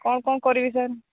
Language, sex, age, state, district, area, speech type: Odia, female, 45-60, Odisha, Angul, rural, conversation